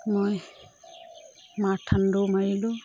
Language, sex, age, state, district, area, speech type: Assamese, female, 30-45, Assam, Dibrugarh, rural, spontaneous